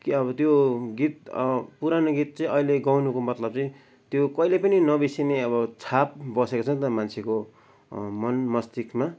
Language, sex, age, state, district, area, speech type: Nepali, male, 45-60, West Bengal, Darjeeling, rural, spontaneous